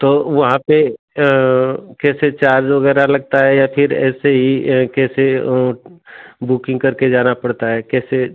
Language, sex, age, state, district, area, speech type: Hindi, male, 30-45, Uttar Pradesh, Ghazipur, rural, conversation